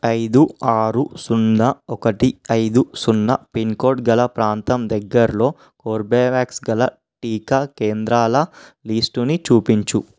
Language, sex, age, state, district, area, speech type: Telugu, male, 18-30, Telangana, Vikarabad, urban, read